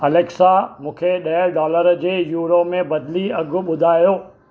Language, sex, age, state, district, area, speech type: Sindhi, male, 45-60, Maharashtra, Thane, urban, read